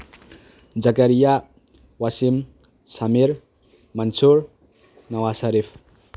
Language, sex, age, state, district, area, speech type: Manipuri, male, 18-30, Manipur, Tengnoupal, rural, spontaneous